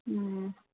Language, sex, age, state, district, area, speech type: Gujarati, female, 30-45, Gujarat, Ahmedabad, urban, conversation